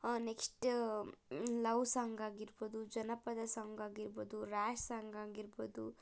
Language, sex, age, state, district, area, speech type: Kannada, female, 30-45, Karnataka, Tumkur, rural, spontaneous